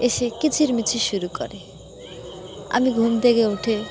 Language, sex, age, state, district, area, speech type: Bengali, female, 30-45, West Bengal, Dakshin Dinajpur, urban, spontaneous